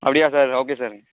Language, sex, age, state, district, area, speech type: Tamil, male, 18-30, Tamil Nadu, Thoothukudi, rural, conversation